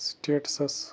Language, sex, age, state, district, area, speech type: Kashmiri, male, 18-30, Jammu and Kashmir, Bandipora, rural, read